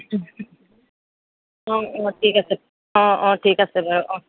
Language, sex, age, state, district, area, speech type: Assamese, female, 45-60, Assam, Dibrugarh, rural, conversation